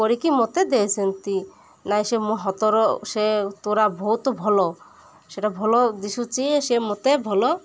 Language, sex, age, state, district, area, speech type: Odia, female, 30-45, Odisha, Malkangiri, urban, spontaneous